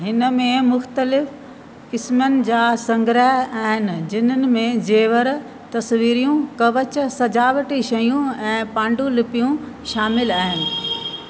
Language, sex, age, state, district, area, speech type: Sindhi, female, 60+, Delhi, South Delhi, rural, read